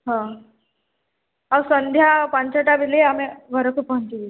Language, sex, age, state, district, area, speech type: Odia, female, 18-30, Odisha, Balangir, urban, conversation